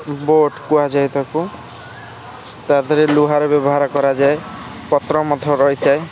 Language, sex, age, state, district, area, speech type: Odia, male, 18-30, Odisha, Kendrapara, urban, spontaneous